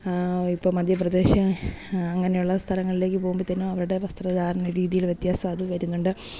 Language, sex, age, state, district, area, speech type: Malayalam, female, 30-45, Kerala, Thiruvananthapuram, urban, spontaneous